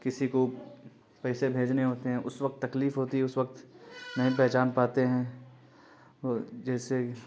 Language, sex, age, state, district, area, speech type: Urdu, male, 30-45, Bihar, Khagaria, rural, spontaneous